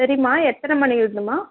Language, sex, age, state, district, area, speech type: Tamil, female, 18-30, Tamil Nadu, Tirupattur, rural, conversation